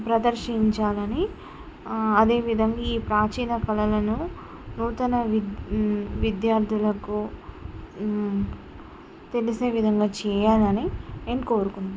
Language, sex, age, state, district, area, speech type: Telugu, female, 45-60, Telangana, Mancherial, rural, spontaneous